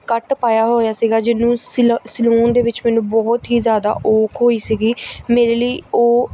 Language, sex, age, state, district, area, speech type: Punjabi, female, 18-30, Punjab, Gurdaspur, urban, spontaneous